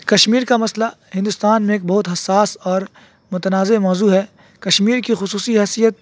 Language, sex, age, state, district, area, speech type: Urdu, male, 18-30, Uttar Pradesh, Saharanpur, urban, spontaneous